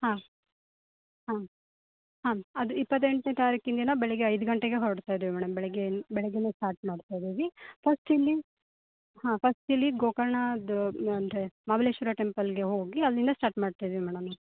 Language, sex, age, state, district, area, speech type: Kannada, female, 18-30, Karnataka, Uttara Kannada, rural, conversation